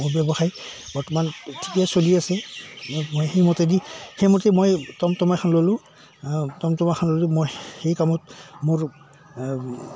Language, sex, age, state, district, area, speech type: Assamese, male, 60+, Assam, Udalguri, rural, spontaneous